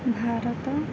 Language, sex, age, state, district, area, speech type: Odia, female, 18-30, Odisha, Jagatsinghpur, rural, spontaneous